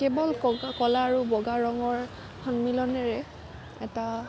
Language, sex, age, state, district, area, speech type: Assamese, female, 18-30, Assam, Kamrup Metropolitan, urban, spontaneous